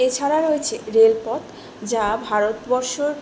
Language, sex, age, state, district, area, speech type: Bengali, female, 18-30, West Bengal, South 24 Parganas, urban, spontaneous